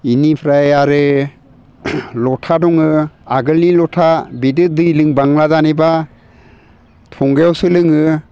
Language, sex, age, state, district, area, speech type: Bodo, male, 60+, Assam, Baksa, urban, spontaneous